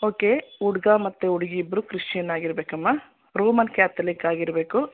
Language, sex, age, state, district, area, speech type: Kannada, female, 60+, Karnataka, Mysore, urban, conversation